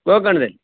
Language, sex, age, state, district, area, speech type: Kannada, male, 45-60, Karnataka, Uttara Kannada, rural, conversation